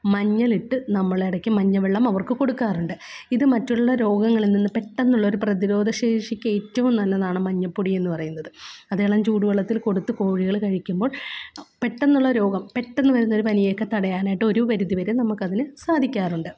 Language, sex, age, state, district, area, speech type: Malayalam, female, 30-45, Kerala, Alappuzha, rural, spontaneous